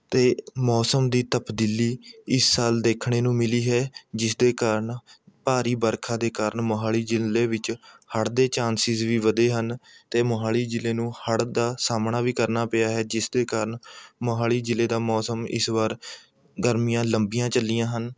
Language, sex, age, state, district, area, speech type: Punjabi, male, 18-30, Punjab, Mohali, rural, spontaneous